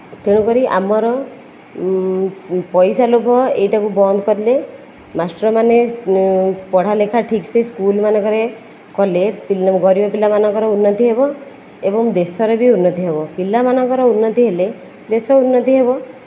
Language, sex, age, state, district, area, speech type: Odia, female, 30-45, Odisha, Nayagarh, rural, spontaneous